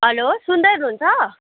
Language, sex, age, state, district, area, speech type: Nepali, female, 30-45, West Bengal, Kalimpong, rural, conversation